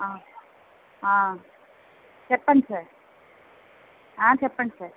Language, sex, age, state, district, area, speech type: Telugu, female, 18-30, Andhra Pradesh, West Godavari, rural, conversation